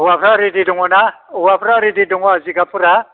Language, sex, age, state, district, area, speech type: Bodo, male, 60+, Assam, Kokrajhar, rural, conversation